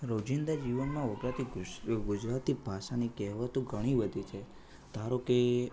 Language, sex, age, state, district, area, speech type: Gujarati, male, 18-30, Gujarat, Anand, urban, spontaneous